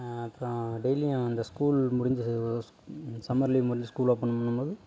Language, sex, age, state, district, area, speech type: Tamil, male, 30-45, Tamil Nadu, Dharmapuri, rural, spontaneous